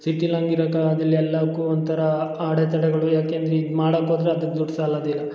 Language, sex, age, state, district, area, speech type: Kannada, male, 18-30, Karnataka, Hassan, rural, spontaneous